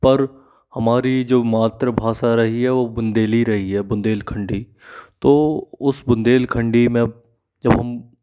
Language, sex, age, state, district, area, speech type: Hindi, male, 45-60, Madhya Pradesh, Bhopal, urban, spontaneous